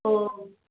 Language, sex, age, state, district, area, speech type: Tamil, female, 18-30, Tamil Nadu, Madurai, rural, conversation